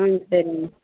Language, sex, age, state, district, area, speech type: Tamil, female, 30-45, Tamil Nadu, Vellore, urban, conversation